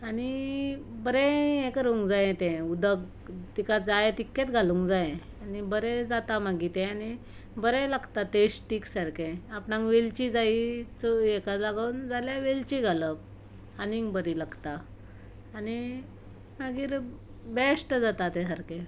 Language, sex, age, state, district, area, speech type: Goan Konkani, female, 45-60, Goa, Ponda, rural, spontaneous